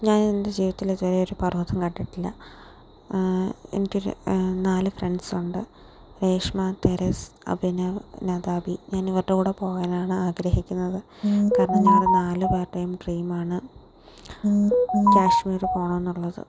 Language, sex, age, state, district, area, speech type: Malayalam, female, 18-30, Kerala, Alappuzha, rural, spontaneous